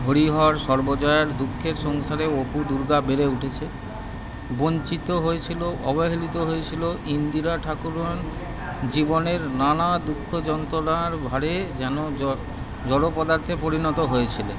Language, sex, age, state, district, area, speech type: Bengali, male, 30-45, West Bengal, Howrah, urban, spontaneous